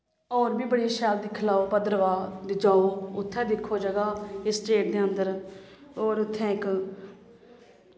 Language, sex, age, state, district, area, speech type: Dogri, female, 30-45, Jammu and Kashmir, Samba, rural, spontaneous